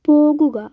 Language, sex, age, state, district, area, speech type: Malayalam, female, 30-45, Kerala, Wayanad, rural, read